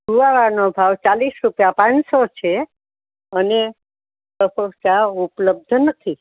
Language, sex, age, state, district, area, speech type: Gujarati, female, 60+, Gujarat, Anand, urban, conversation